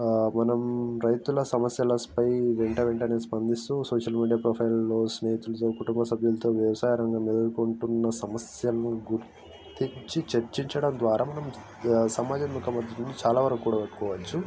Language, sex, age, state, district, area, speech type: Telugu, male, 18-30, Telangana, Ranga Reddy, urban, spontaneous